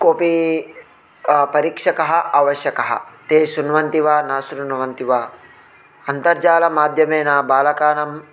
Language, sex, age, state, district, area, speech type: Sanskrit, male, 30-45, Telangana, Ranga Reddy, urban, spontaneous